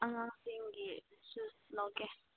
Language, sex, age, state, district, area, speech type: Manipuri, female, 18-30, Manipur, Senapati, urban, conversation